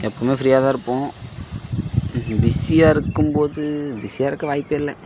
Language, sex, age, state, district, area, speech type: Tamil, male, 18-30, Tamil Nadu, Perambalur, rural, spontaneous